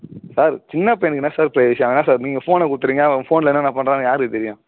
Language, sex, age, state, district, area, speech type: Tamil, male, 18-30, Tamil Nadu, Kallakurichi, rural, conversation